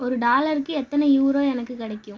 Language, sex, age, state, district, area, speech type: Tamil, female, 18-30, Tamil Nadu, Tiruchirappalli, urban, read